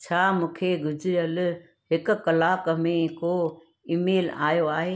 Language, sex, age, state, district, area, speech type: Sindhi, female, 45-60, Gujarat, Junagadh, rural, read